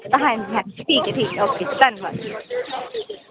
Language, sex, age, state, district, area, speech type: Punjabi, female, 18-30, Punjab, Ludhiana, urban, conversation